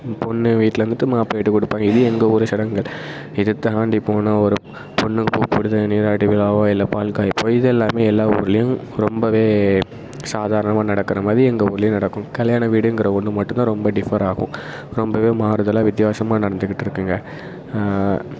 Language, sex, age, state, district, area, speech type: Tamil, male, 18-30, Tamil Nadu, Perambalur, rural, spontaneous